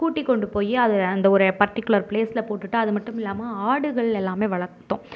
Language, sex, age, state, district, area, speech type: Tamil, female, 30-45, Tamil Nadu, Mayiladuthurai, urban, spontaneous